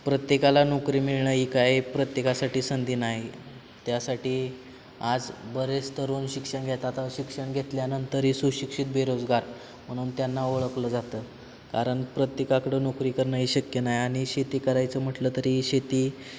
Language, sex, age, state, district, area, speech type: Marathi, male, 18-30, Maharashtra, Satara, urban, spontaneous